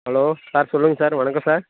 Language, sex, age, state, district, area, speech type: Tamil, male, 18-30, Tamil Nadu, Perambalur, rural, conversation